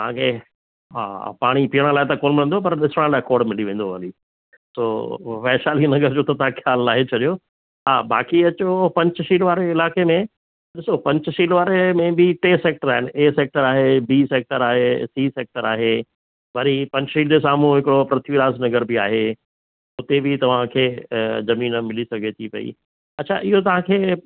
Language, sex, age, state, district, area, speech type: Sindhi, male, 60+, Rajasthan, Ajmer, urban, conversation